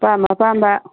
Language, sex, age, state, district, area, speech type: Manipuri, female, 60+, Manipur, Churachandpur, urban, conversation